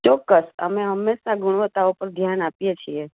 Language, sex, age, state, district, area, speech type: Gujarati, female, 30-45, Gujarat, Kheda, urban, conversation